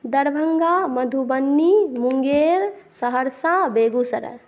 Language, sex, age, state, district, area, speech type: Maithili, female, 30-45, Bihar, Saharsa, rural, spontaneous